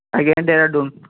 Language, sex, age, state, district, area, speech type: Odia, male, 18-30, Odisha, Puri, urban, conversation